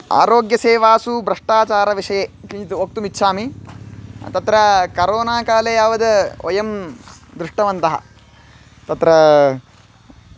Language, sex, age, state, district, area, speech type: Sanskrit, male, 18-30, Karnataka, Chitradurga, rural, spontaneous